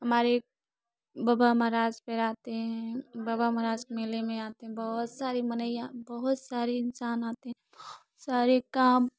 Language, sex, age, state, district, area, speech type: Hindi, female, 18-30, Uttar Pradesh, Prayagraj, rural, spontaneous